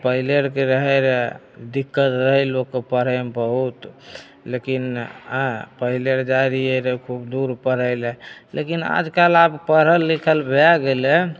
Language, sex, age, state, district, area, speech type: Maithili, male, 30-45, Bihar, Begusarai, urban, spontaneous